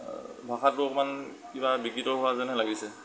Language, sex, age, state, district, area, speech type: Assamese, male, 30-45, Assam, Lakhimpur, rural, spontaneous